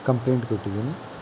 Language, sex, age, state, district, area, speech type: Kannada, male, 30-45, Karnataka, Shimoga, rural, spontaneous